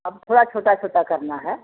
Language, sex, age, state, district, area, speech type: Hindi, female, 60+, Uttar Pradesh, Chandauli, rural, conversation